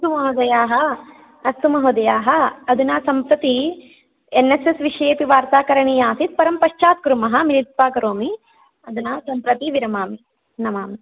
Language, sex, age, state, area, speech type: Sanskrit, female, 30-45, Rajasthan, rural, conversation